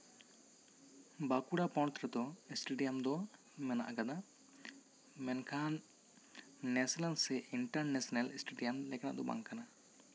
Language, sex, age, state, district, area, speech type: Santali, male, 18-30, West Bengal, Bankura, rural, spontaneous